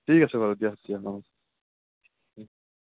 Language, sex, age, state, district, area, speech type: Assamese, male, 45-60, Assam, Morigaon, rural, conversation